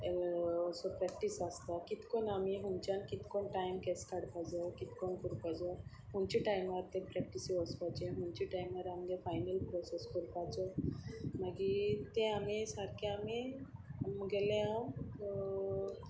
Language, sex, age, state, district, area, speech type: Goan Konkani, female, 45-60, Goa, Sanguem, rural, spontaneous